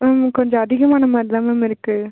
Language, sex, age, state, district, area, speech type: Tamil, female, 18-30, Tamil Nadu, Cuddalore, urban, conversation